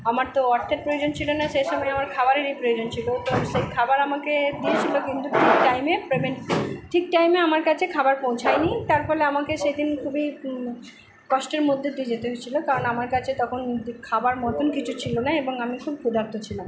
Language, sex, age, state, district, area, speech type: Bengali, female, 60+, West Bengal, Purba Bardhaman, urban, spontaneous